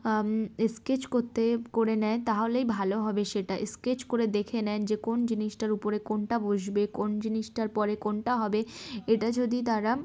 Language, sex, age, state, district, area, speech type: Bengali, female, 18-30, West Bengal, Darjeeling, urban, spontaneous